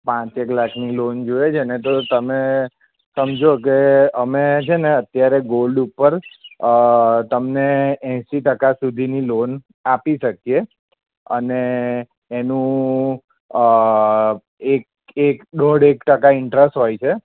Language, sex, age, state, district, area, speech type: Gujarati, male, 30-45, Gujarat, Kheda, rural, conversation